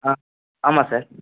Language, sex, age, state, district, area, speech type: Tamil, male, 18-30, Tamil Nadu, Thanjavur, rural, conversation